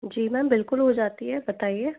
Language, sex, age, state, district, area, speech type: Hindi, female, 18-30, Rajasthan, Jaipur, urban, conversation